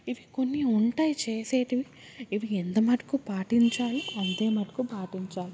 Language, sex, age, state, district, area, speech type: Telugu, female, 18-30, Telangana, Hyderabad, urban, spontaneous